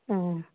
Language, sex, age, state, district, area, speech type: Assamese, female, 45-60, Assam, Sivasagar, rural, conversation